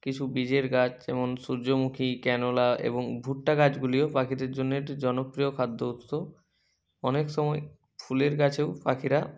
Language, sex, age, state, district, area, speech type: Bengali, male, 60+, West Bengal, Nadia, rural, spontaneous